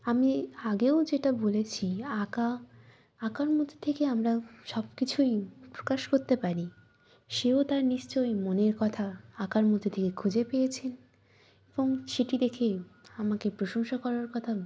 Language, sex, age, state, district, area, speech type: Bengali, female, 18-30, West Bengal, Birbhum, urban, spontaneous